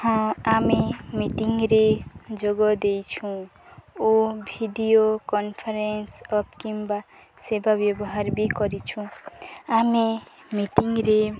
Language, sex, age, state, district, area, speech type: Odia, female, 18-30, Odisha, Nuapada, urban, spontaneous